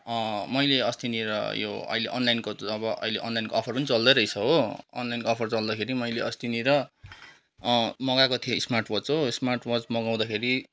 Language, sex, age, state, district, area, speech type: Nepali, male, 30-45, West Bengal, Kalimpong, rural, spontaneous